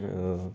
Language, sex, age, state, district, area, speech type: Dogri, male, 30-45, Jammu and Kashmir, Udhampur, rural, spontaneous